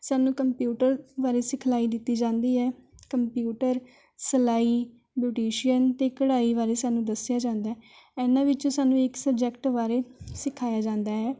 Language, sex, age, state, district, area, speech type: Punjabi, female, 18-30, Punjab, Rupnagar, urban, spontaneous